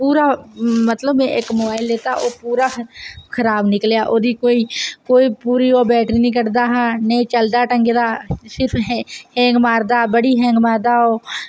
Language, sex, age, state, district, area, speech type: Dogri, female, 18-30, Jammu and Kashmir, Reasi, rural, spontaneous